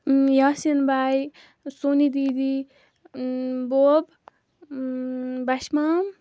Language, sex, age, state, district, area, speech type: Kashmiri, other, 30-45, Jammu and Kashmir, Baramulla, urban, spontaneous